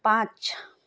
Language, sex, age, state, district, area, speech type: Nepali, female, 18-30, West Bengal, Kalimpong, rural, read